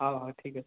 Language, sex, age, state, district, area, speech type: Odia, male, 18-30, Odisha, Khordha, rural, conversation